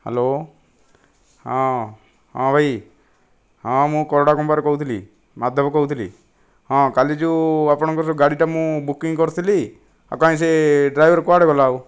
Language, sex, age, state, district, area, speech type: Odia, male, 60+, Odisha, Kandhamal, rural, spontaneous